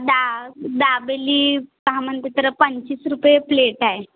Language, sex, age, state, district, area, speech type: Marathi, female, 18-30, Maharashtra, Nagpur, urban, conversation